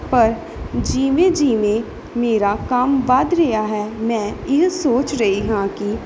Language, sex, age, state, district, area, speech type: Punjabi, female, 18-30, Punjab, Pathankot, urban, spontaneous